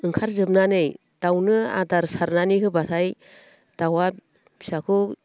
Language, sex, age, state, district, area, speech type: Bodo, female, 45-60, Assam, Baksa, rural, spontaneous